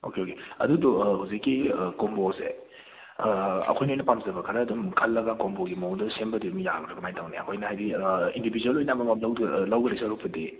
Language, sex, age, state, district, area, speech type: Manipuri, male, 18-30, Manipur, Imphal West, urban, conversation